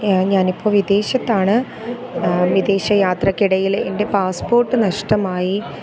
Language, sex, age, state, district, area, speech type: Malayalam, female, 30-45, Kerala, Thiruvananthapuram, urban, spontaneous